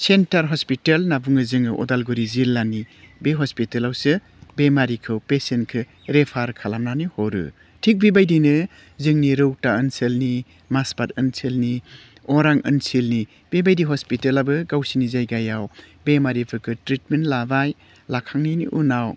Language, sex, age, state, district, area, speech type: Bodo, male, 45-60, Assam, Udalguri, urban, spontaneous